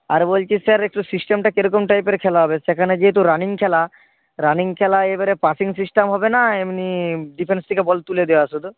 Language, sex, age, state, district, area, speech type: Bengali, male, 18-30, West Bengal, Nadia, rural, conversation